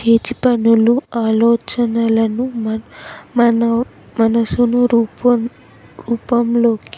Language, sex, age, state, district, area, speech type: Telugu, female, 18-30, Telangana, Jayashankar, urban, spontaneous